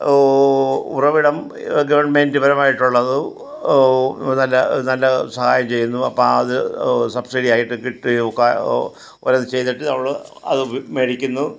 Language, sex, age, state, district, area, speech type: Malayalam, male, 60+, Kerala, Kottayam, rural, spontaneous